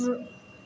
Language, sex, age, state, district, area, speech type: Bodo, female, 18-30, Assam, Kokrajhar, rural, read